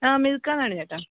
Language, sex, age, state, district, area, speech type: Malayalam, female, 18-30, Kerala, Pathanamthitta, rural, conversation